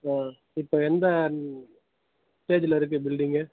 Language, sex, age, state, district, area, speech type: Tamil, male, 18-30, Tamil Nadu, Tiruvannamalai, urban, conversation